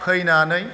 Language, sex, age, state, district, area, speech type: Bodo, male, 45-60, Assam, Kokrajhar, rural, spontaneous